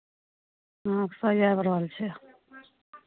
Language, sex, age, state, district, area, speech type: Maithili, female, 45-60, Bihar, Araria, rural, conversation